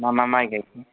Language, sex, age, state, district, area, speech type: Bodo, male, 30-45, Assam, Kokrajhar, rural, conversation